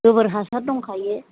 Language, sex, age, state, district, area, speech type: Bodo, female, 45-60, Assam, Kokrajhar, rural, conversation